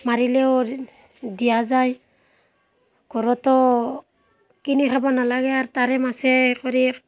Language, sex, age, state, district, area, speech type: Assamese, female, 30-45, Assam, Barpeta, rural, spontaneous